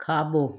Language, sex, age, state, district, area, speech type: Sindhi, female, 45-60, Gujarat, Junagadh, rural, read